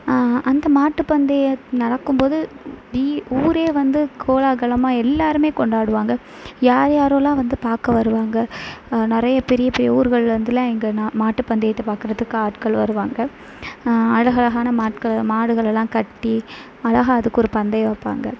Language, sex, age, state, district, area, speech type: Tamil, female, 18-30, Tamil Nadu, Sivaganga, rural, spontaneous